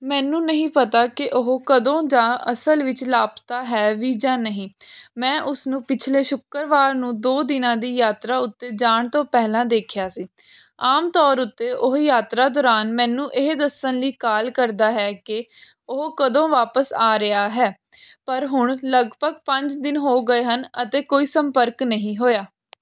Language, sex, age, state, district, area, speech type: Punjabi, female, 18-30, Punjab, Jalandhar, urban, read